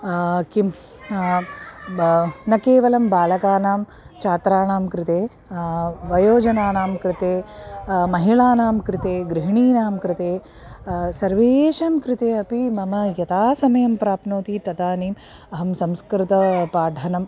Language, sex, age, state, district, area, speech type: Sanskrit, female, 30-45, Kerala, Ernakulam, urban, spontaneous